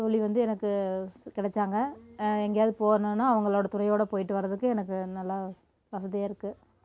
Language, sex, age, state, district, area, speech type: Tamil, female, 30-45, Tamil Nadu, Namakkal, rural, spontaneous